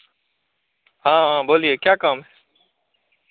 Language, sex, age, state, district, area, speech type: Hindi, male, 18-30, Bihar, Begusarai, rural, conversation